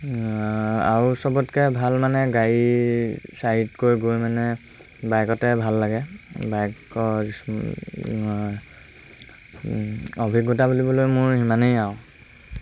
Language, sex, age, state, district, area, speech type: Assamese, male, 18-30, Assam, Lakhimpur, rural, spontaneous